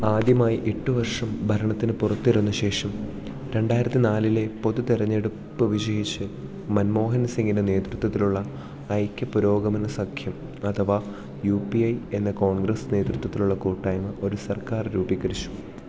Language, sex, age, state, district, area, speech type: Malayalam, male, 18-30, Kerala, Idukki, rural, read